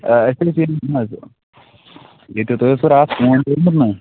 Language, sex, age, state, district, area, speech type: Kashmiri, male, 30-45, Jammu and Kashmir, Bandipora, rural, conversation